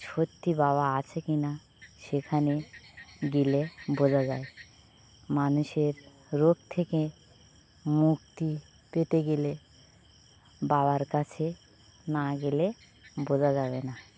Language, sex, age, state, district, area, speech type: Bengali, female, 45-60, West Bengal, Birbhum, urban, spontaneous